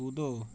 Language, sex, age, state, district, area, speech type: Hindi, male, 30-45, Uttar Pradesh, Azamgarh, rural, read